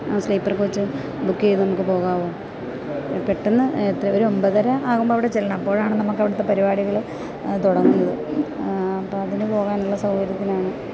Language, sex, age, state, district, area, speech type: Malayalam, female, 45-60, Kerala, Kottayam, rural, spontaneous